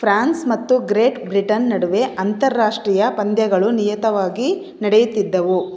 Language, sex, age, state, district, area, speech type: Kannada, female, 45-60, Karnataka, Chitradurga, urban, read